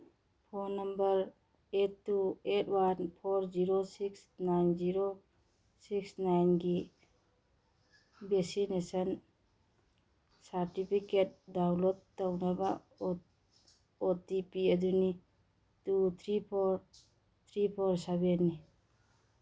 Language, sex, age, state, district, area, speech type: Manipuri, female, 45-60, Manipur, Churachandpur, urban, read